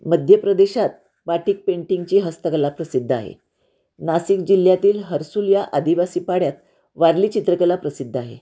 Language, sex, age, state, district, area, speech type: Marathi, female, 60+, Maharashtra, Nashik, urban, spontaneous